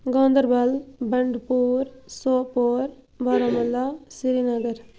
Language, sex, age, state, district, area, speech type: Kashmiri, female, 18-30, Jammu and Kashmir, Bandipora, rural, spontaneous